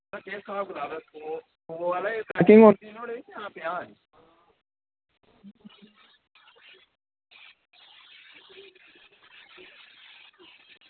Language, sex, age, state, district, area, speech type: Dogri, male, 30-45, Jammu and Kashmir, Reasi, rural, conversation